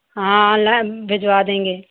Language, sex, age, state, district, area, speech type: Hindi, female, 60+, Uttar Pradesh, Hardoi, rural, conversation